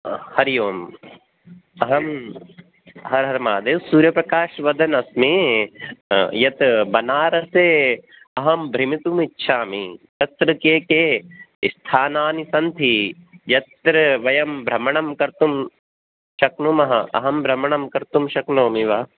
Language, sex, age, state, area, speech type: Sanskrit, male, 18-30, Rajasthan, urban, conversation